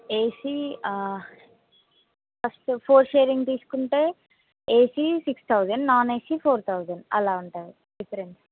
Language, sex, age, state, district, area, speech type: Telugu, female, 18-30, Telangana, Mahbubnagar, urban, conversation